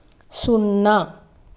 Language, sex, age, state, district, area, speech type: Telugu, female, 45-60, Andhra Pradesh, Sri Balaji, rural, read